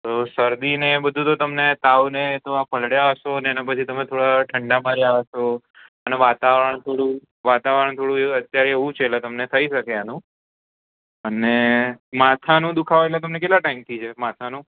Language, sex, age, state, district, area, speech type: Gujarati, male, 18-30, Gujarat, Kheda, rural, conversation